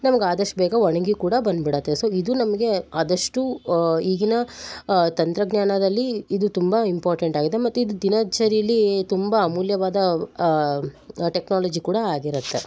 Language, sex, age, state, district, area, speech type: Kannada, female, 18-30, Karnataka, Shimoga, rural, spontaneous